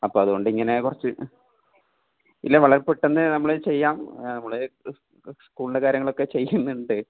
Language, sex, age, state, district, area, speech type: Malayalam, male, 18-30, Kerala, Kasaragod, rural, conversation